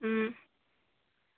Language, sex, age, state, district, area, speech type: Manipuri, female, 18-30, Manipur, Churachandpur, rural, conversation